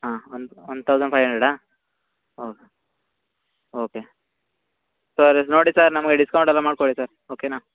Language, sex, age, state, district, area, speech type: Kannada, male, 18-30, Karnataka, Uttara Kannada, rural, conversation